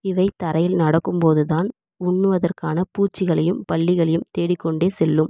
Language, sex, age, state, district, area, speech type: Tamil, female, 30-45, Tamil Nadu, Vellore, urban, read